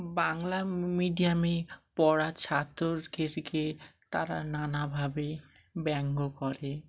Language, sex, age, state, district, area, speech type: Bengali, male, 30-45, West Bengal, Dakshin Dinajpur, urban, spontaneous